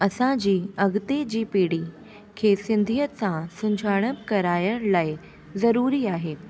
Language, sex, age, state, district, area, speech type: Sindhi, female, 18-30, Delhi, South Delhi, urban, spontaneous